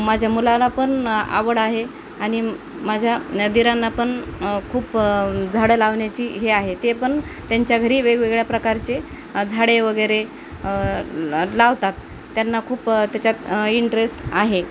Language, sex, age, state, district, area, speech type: Marathi, female, 30-45, Maharashtra, Nanded, rural, spontaneous